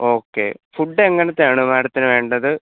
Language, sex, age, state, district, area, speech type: Malayalam, male, 18-30, Kerala, Alappuzha, rural, conversation